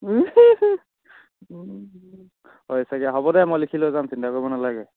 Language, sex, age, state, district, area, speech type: Assamese, male, 18-30, Assam, Charaideo, urban, conversation